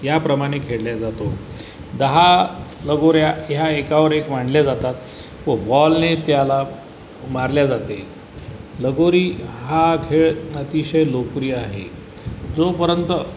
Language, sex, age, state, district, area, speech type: Marathi, male, 45-60, Maharashtra, Buldhana, rural, spontaneous